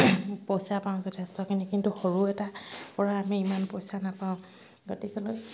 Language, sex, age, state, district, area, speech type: Assamese, female, 30-45, Assam, Sivasagar, rural, spontaneous